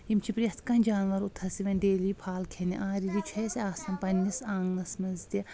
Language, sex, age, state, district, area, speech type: Kashmiri, female, 30-45, Jammu and Kashmir, Anantnag, rural, spontaneous